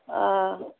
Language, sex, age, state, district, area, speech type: Kannada, female, 60+, Karnataka, Mandya, rural, conversation